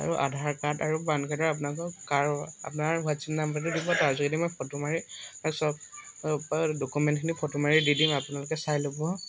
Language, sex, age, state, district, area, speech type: Assamese, male, 18-30, Assam, Majuli, urban, spontaneous